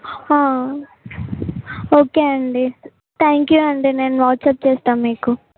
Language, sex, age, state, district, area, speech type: Telugu, female, 18-30, Telangana, Yadadri Bhuvanagiri, urban, conversation